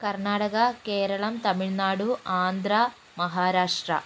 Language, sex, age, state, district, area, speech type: Malayalam, female, 60+, Kerala, Wayanad, rural, spontaneous